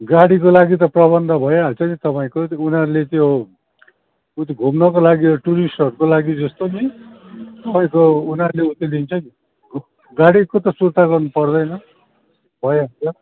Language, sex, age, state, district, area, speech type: Nepali, male, 60+, West Bengal, Kalimpong, rural, conversation